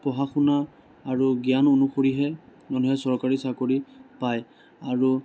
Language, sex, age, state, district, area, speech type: Assamese, male, 18-30, Assam, Sonitpur, urban, spontaneous